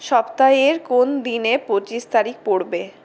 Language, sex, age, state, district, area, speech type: Bengali, female, 60+, West Bengal, Purulia, urban, read